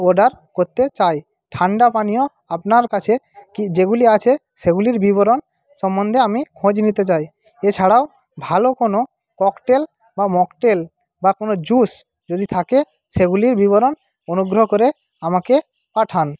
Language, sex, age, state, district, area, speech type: Bengali, male, 45-60, West Bengal, Jhargram, rural, spontaneous